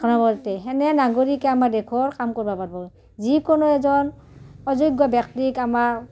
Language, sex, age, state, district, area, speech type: Assamese, female, 45-60, Assam, Udalguri, rural, spontaneous